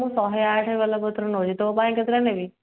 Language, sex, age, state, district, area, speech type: Odia, female, 45-60, Odisha, Dhenkanal, rural, conversation